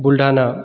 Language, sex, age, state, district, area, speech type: Marathi, male, 30-45, Maharashtra, Buldhana, urban, spontaneous